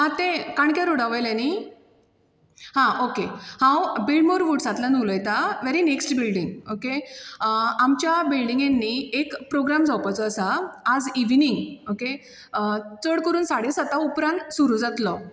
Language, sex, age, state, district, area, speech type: Goan Konkani, female, 30-45, Goa, Bardez, rural, spontaneous